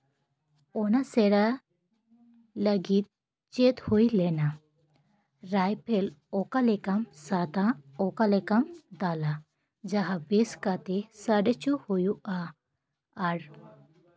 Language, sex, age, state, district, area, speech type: Santali, female, 18-30, West Bengal, Paschim Bardhaman, rural, spontaneous